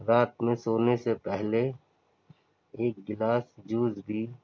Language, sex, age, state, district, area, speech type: Urdu, male, 60+, Uttar Pradesh, Gautam Buddha Nagar, urban, spontaneous